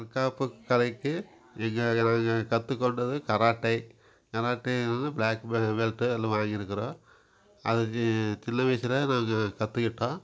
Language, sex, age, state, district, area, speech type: Tamil, male, 45-60, Tamil Nadu, Coimbatore, rural, spontaneous